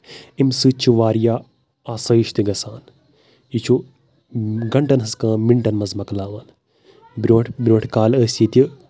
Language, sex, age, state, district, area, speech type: Kashmiri, male, 18-30, Jammu and Kashmir, Kulgam, rural, spontaneous